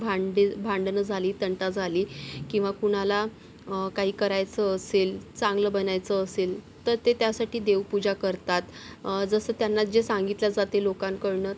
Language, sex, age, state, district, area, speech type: Marathi, female, 30-45, Maharashtra, Yavatmal, urban, spontaneous